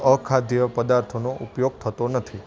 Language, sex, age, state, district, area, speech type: Gujarati, male, 18-30, Gujarat, Junagadh, urban, spontaneous